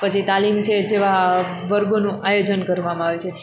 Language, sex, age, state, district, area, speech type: Gujarati, female, 18-30, Gujarat, Junagadh, rural, spontaneous